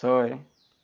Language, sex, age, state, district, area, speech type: Assamese, male, 60+, Assam, Dhemaji, rural, read